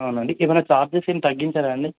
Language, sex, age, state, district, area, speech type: Telugu, male, 18-30, Telangana, Medak, rural, conversation